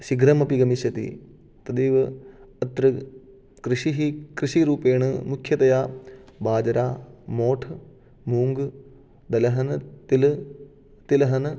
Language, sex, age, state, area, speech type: Sanskrit, male, 18-30, Rajasthan, urban, spontaneous